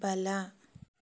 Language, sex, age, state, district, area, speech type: Kannada, female, 18-30, Karnataka, Shimoga, urban, read